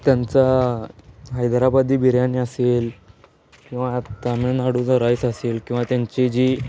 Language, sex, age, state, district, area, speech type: Marathi, male, 18-30, Maharashtra, Sangli, urban, spontaneous